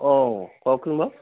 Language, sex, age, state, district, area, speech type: Assamese, male, 45-60, Assam, Dhemaji, rural, conversation